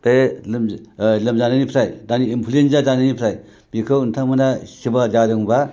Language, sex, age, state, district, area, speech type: Bodo, male, 60+, Assam, Chirang, rural, spontaneous